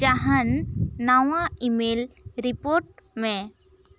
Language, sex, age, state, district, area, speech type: Santali, female, 18-30, West Bengal, Bankura, rural, read